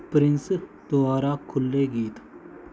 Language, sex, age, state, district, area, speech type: Punjabi, male, 30-45, Punjab, Mohali, urban, read